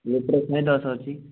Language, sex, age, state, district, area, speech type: Odia, male, 18-30, Odisha, Rayagada, urban, conversation